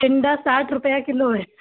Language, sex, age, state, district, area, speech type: Hindi, female, 30-45, Uttar Pradesh, Lucknow, rural, conversation